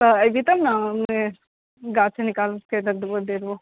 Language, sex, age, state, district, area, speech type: Maithili, female, 18-30, Bihar, Purnia, rural, conversation